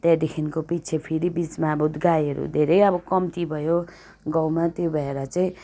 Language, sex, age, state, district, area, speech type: Nepali, female, 45-60, West Bengal, Darjeeling, rural, spontaneous